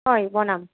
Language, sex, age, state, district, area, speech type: Assamese, female, 18-30, Assam, Nalbari, rural, conversation